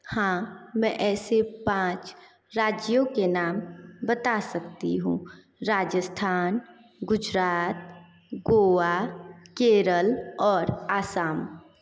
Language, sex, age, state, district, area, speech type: Hindi, female, 30-45, Uttar Pradesh, Sonbhadra, rural, spontaneous